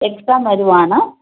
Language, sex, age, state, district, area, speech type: Malayalam, female, 30-45, Kerala, Thiruvananthapuram, rural, conversation